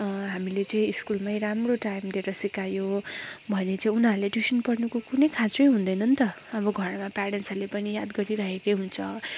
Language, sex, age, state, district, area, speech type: Nepali, female, 45-60, West Bengal, Darjeeling, rural, spontaneous